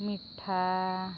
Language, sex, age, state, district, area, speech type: Santali, female, 45-60, Odisha, Mayurbhanj, rural, spontaneous